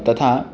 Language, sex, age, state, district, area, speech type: Sanskrit, male, 18-30, Punjab, Amritsar, urban, spontaneous